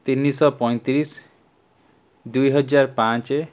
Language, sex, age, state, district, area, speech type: Odia, male, 18-30, Odisha, Cuttack, urban, spontaneous